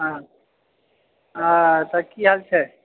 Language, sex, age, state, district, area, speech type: Maithili, male, 30-45, Bihar, Purnia, urban, conversation